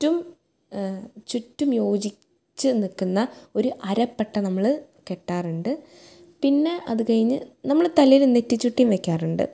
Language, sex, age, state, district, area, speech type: Malayalam, female, 18-30, Kerala, Thrissur, urban, spontaneous